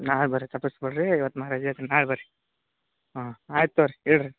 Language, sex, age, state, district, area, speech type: Kannada, male, 30-45, Karnataka, Gadag, rural, conversation